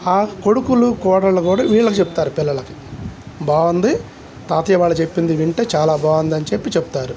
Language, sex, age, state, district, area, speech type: Telugu, male, 60+, Andhra Pradesh, Guntur, urban, spontaneous